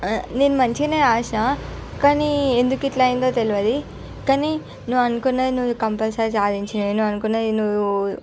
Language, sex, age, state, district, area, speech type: Telugu, female, 18-30, Andhra Pradesh, Visakhapatnam, urban, spontaneous